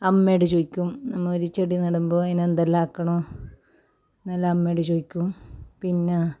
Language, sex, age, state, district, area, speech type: Malayalam, female, 45-60, Kerala, Kasaragod, rural, spontaneous